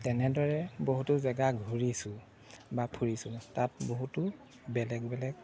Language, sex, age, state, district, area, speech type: Assamese, male, 30-45, Assam, Golaghat, urban, spontaneous